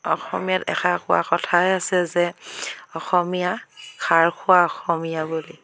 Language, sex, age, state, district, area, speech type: Assamese, female, 45-60, Assam, Dhemaji, rural, spontaneous